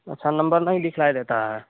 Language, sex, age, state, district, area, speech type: Hindi, male, 18-30, Bihar, Samastipur, rural, conversation